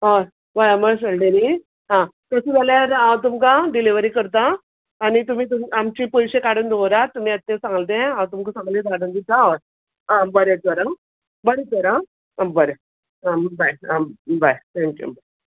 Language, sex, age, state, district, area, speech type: Goan Konkani, female, 45-60, Goa, Quepem, rural, conversation